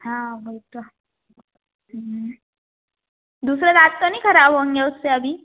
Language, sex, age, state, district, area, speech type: Hindi, female, 18-30, Madhya Pradesh, Harda, urban, conversation